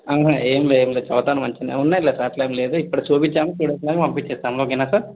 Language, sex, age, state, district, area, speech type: Telugu, male, 18-30, Telangana, Hyderabad, urban, conversation